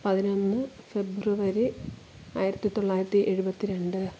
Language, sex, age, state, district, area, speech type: Malayalam, female, 30-45, Kerala, Kollam, rural, spontaneous